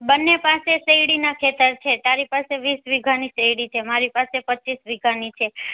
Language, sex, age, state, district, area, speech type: Gujarati, female, 18-30, Gujarat, Ahmedabad, urban, conversation